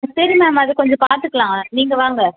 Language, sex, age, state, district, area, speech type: Tamil, female, 30-45, Tamil Nadu, Dharmapuri, rural, conversation